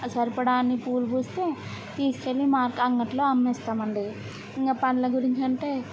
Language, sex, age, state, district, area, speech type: Telugu, female, 18-30, Andhra Pradesh, N T Rama Rao, urban, spontaneous